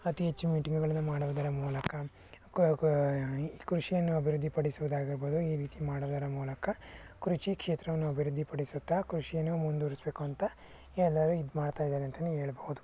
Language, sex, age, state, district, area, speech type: Kannada, male, 18-30, Karnataka, Chikkaballapur, urban, spontaneous